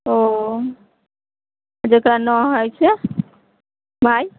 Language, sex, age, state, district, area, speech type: Maithili, female, 18-30, Bihar, Sitamarhi, rural, conversation